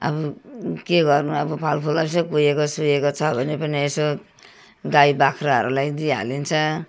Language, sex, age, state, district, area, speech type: Nepali, female, 60+, West Bengal, Darjeeling, urban, spontaneous